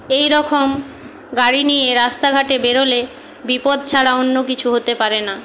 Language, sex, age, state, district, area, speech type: Bengali, female, 60+, West Bengal, Jhargram, rural, spontaneous